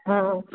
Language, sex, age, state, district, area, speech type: Sindhi, female, 45-60, Delhi, South Delhi, urban, conversation